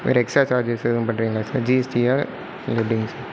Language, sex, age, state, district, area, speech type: Tamil, male, 30-45, Tamil Nadu, Sivaganga, rural, spontaneous